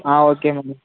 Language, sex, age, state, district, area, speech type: Tamil, male, 18-30, Tamil Nadu, Tirunelveli, rural, conversation